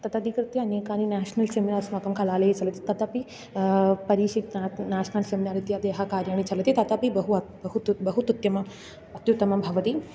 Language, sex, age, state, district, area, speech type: Sanskrit, female, 18-30, Kerala, Kannur, urban, spontaneous